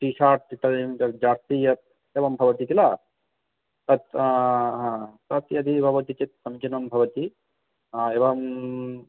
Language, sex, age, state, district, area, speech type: Sanskrit, male, 18-30, West Bengal, Purba Bardhaman, rural, conversation